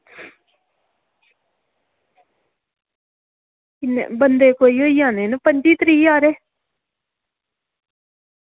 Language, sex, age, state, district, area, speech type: Dogri, female, 30-45, Jammu and Kashmir, Samba, rural, conversation